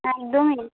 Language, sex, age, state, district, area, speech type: Bengali, female, 18-30, West Bengal, Alipurduar, rural, conversation